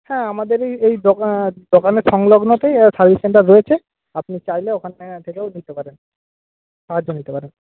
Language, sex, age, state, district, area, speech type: Bengali, male, 30-45, West Bengal, Paschim Medinipur, rural, conversation